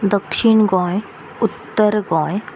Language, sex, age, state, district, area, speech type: Goan Konkani, female, 30-45, Goa, Quepem, rural, spontaneous